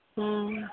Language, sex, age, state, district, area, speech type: Maithili, female, 45-60, Bihar, Madhubani, rural, conversation